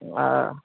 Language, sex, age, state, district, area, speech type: Bengali, male, 60+, West Bengal, Nadia, rural, conversation